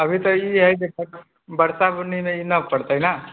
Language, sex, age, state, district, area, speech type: Maithili, male, 45-60, Bihar, Purnia, rural, conversation